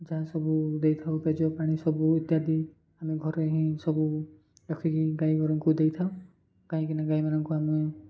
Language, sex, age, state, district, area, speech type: Odia, male, 30-45, Odisha, Koraput, urban, spontaneous